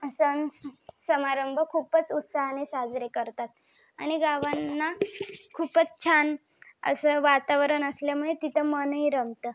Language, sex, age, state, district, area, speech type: Marathi, female, 18-30, Maharashtra, Thane, urban, spontaneous